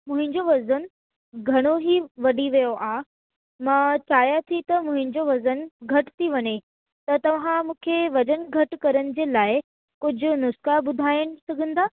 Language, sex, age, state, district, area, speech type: Sindhi, female, 18-30, Delhi, South Delhi, urban, conversation